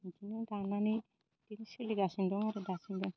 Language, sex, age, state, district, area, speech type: Bodo, female, 45-60, Assam, Baksa, rural, spontaneous